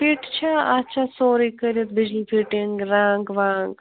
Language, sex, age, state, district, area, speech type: Kashmiri, female, 60+, Jammu and Kashmir, Srinagar, urban, conversation